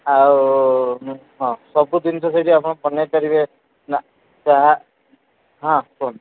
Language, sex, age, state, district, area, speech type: Odia, male, 45-60, Odisha, Sundergarh, rural, conversation